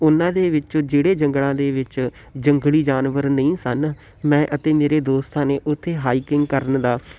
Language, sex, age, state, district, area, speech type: Punjabi, male, 18-30, Punjab, Fatehgarh Sahib, rural, spontaneous